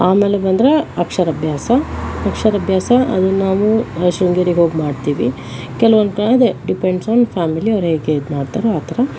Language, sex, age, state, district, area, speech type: Kannada, female, 45-60, Karnataka, Tumkur, urban, spontaneous